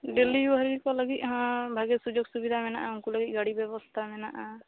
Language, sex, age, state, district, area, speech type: Santali, female, 18-30, West Bengal, Bankura, rural, conversation